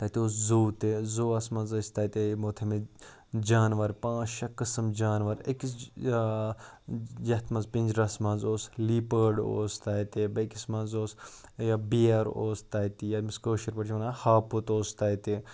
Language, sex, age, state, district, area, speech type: Kashmiri, male, 30-45, Jammu and Kashmir, Ganderbal, rural, spontaneous